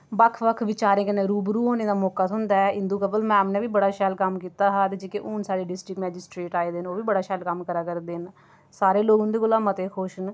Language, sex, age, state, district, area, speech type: Dogri, female, 30-45, Jammu and Kashmir, Udhampur, urban, spontaneous